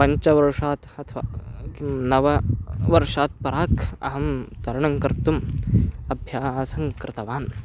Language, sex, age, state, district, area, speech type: Sanskrit, male, 18-30, Karnataka, Chikkamagaluru, rural, spontaneous